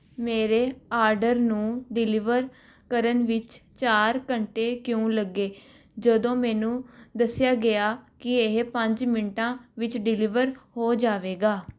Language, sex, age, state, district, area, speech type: Punjabi, female, 18-30, Punjab, Rupnagar, urban, read